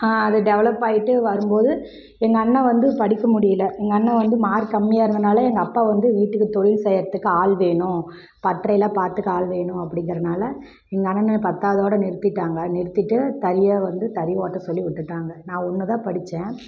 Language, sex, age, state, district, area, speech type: Tamil, female, 30-45, Tamil Nadu, Namakkal, rural, spontaneous